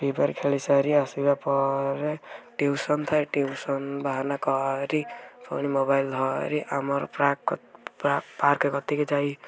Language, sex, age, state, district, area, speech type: Odia, male, 18-30, Odisha, Kendujhar, urban, spontaneous